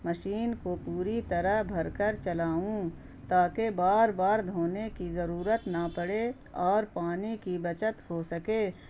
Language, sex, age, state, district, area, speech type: Urdu, female, 45-60, Bihar, Gaya, urban, spontaneous